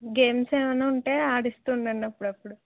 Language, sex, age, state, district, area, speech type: Telugu, female, 18-30, Andhra Pradesh, Anakapalli, urban, conversation